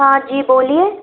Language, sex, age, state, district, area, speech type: Hindi, female, 18-30, Madhya Pradesh, Betul, urban, conversation